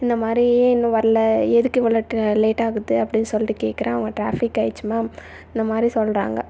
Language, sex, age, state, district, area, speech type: Tamil, female, 18-30, Tamil Nadu, Tiruvallur, urban, spontaneous